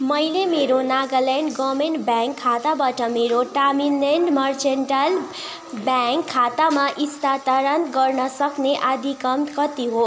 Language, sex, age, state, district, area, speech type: Nepali, female, 18-30, West Bengal, Darjeeling, rural, read